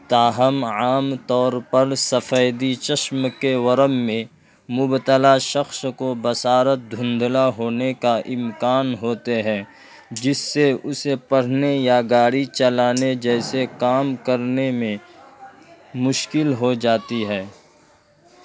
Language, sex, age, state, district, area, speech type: Urdu, male, 30-45, Uttar Pradesh, Ghaziabad, rural, read